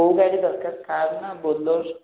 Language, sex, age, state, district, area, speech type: Odia, male, 18-30, Odisha, Khordha, rural, conversation